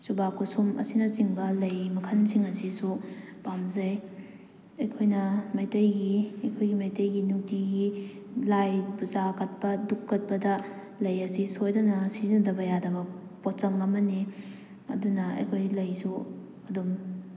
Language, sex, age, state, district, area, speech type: Manipuri, female, 18-30, Manipur, Kakching, rural, spontaneous